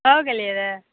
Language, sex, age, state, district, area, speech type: Maithili, female, 45-60, Bihar, Saharsa, rural, conversation